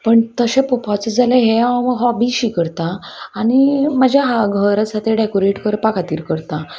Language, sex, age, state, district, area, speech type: Goan Konkani, female, 30-45, Goa, Salcete, rural, spontaneous